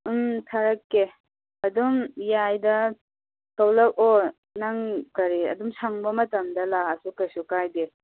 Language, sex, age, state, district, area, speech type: Manipuri, female, 18-30, Manipur, Kakching, rural, conversation